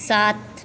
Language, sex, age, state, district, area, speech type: Hindi, female, 30-45, Uttar Pradesh, Azamgarh, rural, read